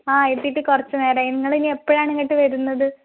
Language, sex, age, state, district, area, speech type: Malayalam, female, 18-30, Kerala, Malappuram, rural, conversation